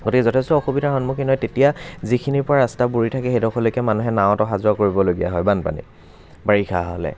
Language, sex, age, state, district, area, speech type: Assamese, male, 30-45, Assam, Dibrugarh, rural, spontaneous